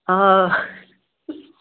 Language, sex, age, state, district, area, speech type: Kashmiri, male, 18-30, Jammu and Kashmir, Bandipora, rural, conversation